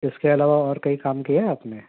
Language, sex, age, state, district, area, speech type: Urdu, male, 45-60, Uttar Pradesh, Ghaziabad, urban, conversation